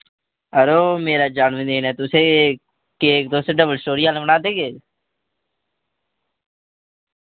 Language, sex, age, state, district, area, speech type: Dogri, male, 18-30, Jammu and Kashmir, Reasi, rural, conversation